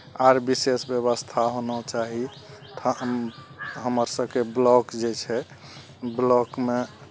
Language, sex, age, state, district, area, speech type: Maithili, male, 45-60, Bihar, Araria, rural, spontaneous